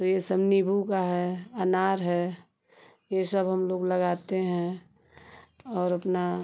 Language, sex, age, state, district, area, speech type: Hindi, female, 30-45, Uttar Pradesh, Ghazipur, rural, spontaneous